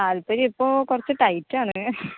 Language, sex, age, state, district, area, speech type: Malayalam, female, 30-45, Kerala, Kozhikode, urban, conversation